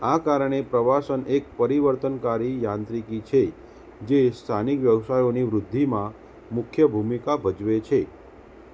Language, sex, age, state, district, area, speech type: Gujarati, male, 30-45, Gujarat, Kheda, urban, spontaneous